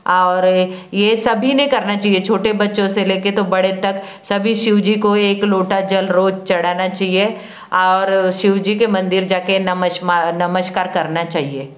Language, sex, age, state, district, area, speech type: Hindi, female, 60+, Madhya Pradesh, Balaghat, rural, spontaneous